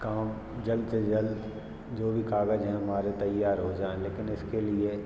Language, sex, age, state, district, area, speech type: Hindi, male, 30-45, Madhya Pradesh, Hoshangabad, rural, spontaneous